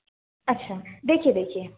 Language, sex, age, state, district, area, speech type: Hindi, female, 18-30, Madhya Pradesh, Balaghat, rural, conversation